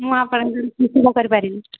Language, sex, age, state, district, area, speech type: Odia, female, 18-30, Odisha, Subarnapur, urban, conversation